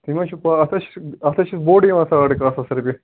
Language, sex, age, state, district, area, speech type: Kashmiri, male, 18-30, Jammu and Kashmir, Ganderbal, rural, conversation